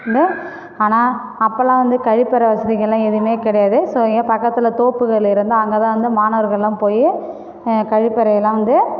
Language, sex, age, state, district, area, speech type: Tamil, female, 45-60, Tamil Nadu, Cuddalore, rural, spontaneous